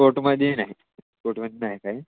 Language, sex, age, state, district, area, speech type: Marathi, male, 18-30, Maharashtra, Beed, rural, conversation